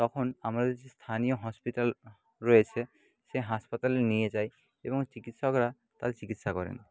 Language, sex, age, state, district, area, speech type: Bengali, male, 30-45, West Bengal, Paschim Medinipur, rural, spontaneous